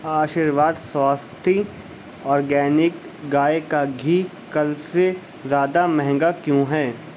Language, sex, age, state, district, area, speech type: Urdu, male, 18-30, Uttar Pradesh, Shahjahanpur, urban, read